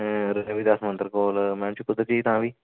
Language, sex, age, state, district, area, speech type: Dogri, male, 18-30, Jammu and Kashmir, Samba, urban, conversation